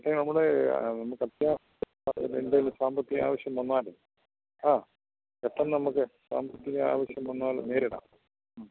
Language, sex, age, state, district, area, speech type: Malayalam, male, 60+, Kerala, Kottayam, urban, conversation